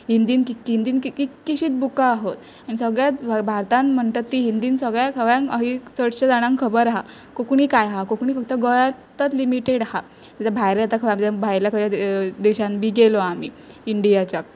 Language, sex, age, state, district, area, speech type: Goan Konkani, female, 18-30, Goa, Pernem, rural, spontaneous